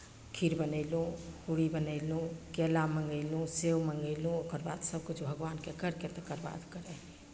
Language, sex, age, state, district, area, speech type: Maithili, female, 45-60, Bihar, Begusarai, rural, spontaneous